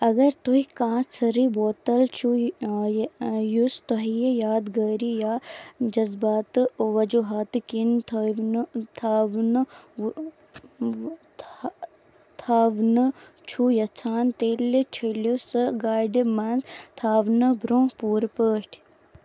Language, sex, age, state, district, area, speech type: Kashmiri, female, 18-30, Jammu and Kashmir, Baramulla, rural, read